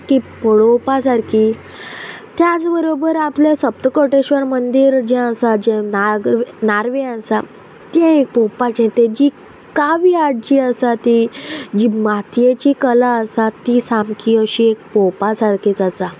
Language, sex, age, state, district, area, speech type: Goan Konkani, female, 30-45, Goa, Quepem, rural, spontaneous